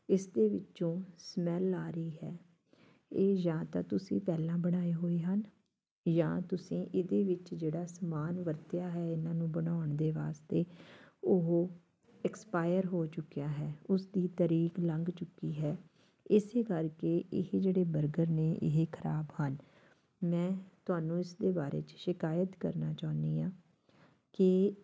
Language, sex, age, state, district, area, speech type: Punjabi, female, 45-60, Punjab, Fatehgarh Sahib, urban, spontaneous